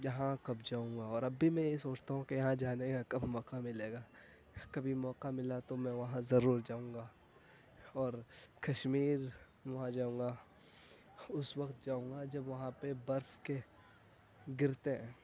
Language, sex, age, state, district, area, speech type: Urdu, male, 18-30, Uttar Pradesh, Gautam Buddha Nagar, rural, spontaneous